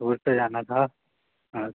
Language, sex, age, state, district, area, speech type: Hindi, male, 18-30, Madhya Pradesh, Harda, urban, conversation